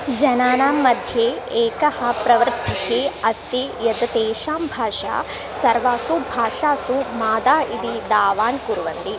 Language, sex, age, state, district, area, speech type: Sanskrit, female, 18-30, Kerala, Thrissur, rural, spontaneous